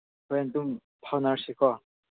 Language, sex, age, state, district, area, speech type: Manipuri, male, 18-30, Manipur, Chandel, rural, conversation